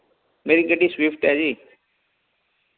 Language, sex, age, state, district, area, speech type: Dogri, male, 30-45, Jammu and Kashmir, Samba, rural, conversation